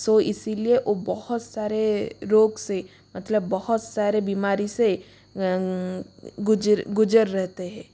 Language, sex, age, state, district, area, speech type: Hindi, female, 30-45, Rajasthan, Jodhpur, rural, spontaneous